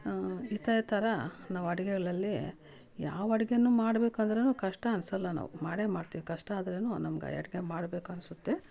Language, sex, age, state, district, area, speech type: Kannada, female, 45-60, Karnataka, Kolar, rural, spontaneous